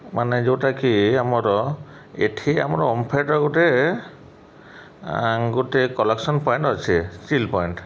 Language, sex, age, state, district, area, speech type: Odia, male, 30-45, Odisha, Subarnapur, urban, spontaneous